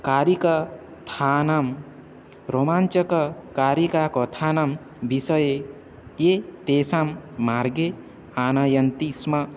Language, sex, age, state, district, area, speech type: Sanskrit, male, 18-30, Odisha, Balangir, rural, spontaneous